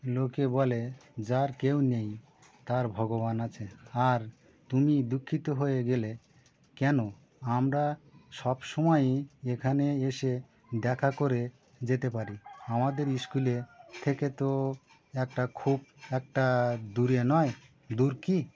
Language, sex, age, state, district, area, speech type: Bengali, male, 60+, West Bengal, Birbhum, urban, read